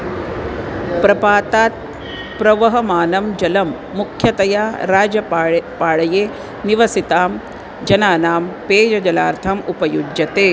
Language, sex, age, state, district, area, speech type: Sanskrit, female, 45-60, Maharashtra, Nagpur, urban, read